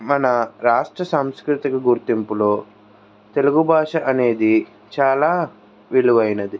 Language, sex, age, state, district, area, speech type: Telugu, male, 18-30, Andhra Pradesh, N T Rama Rao, urban, spontaneous